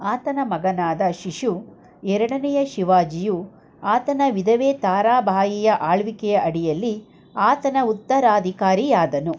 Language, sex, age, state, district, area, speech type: Kannada, female, 45-60, Karnataka, Bangalore Rural, rural, read